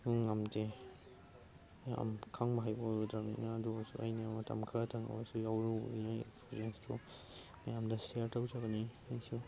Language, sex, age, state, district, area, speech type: Manipuri, male, 30-45, Manipur, Chandel, rural, spontaneous